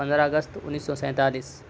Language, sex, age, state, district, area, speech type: Urdu, male, 18-30, Delhi, South Delhi, urban, spontaneous